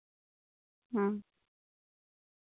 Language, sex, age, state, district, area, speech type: Santali, female, 45-60, Jharkhand, Pakur, rural, conversation